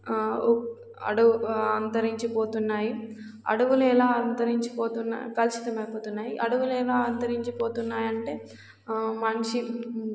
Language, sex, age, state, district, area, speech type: Telugu, female, 18-30, Telangana, Warangal, rural, spontaneous